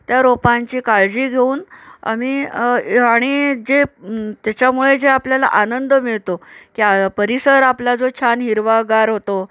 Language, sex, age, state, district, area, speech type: Marathi, female, 45-60, Maharashtra, Nanded, rural, spontaneous